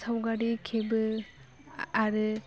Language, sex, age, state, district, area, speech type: Bodo, female, 18-30, Assam, Baksa, rural, spontaneous